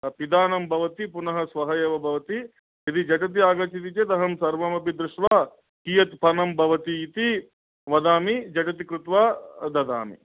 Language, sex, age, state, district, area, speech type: Sanskrit, male, 45-60, Andhra Pradesh, Guntur, urban, conversation